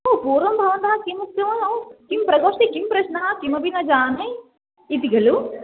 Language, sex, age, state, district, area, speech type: Sanskrit, female, 18-30, Kerala, Thrissur, urban, conversation